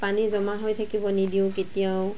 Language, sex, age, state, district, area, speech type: Assamese, female, 45-60, Assam, Barpeta, urban, spontaneous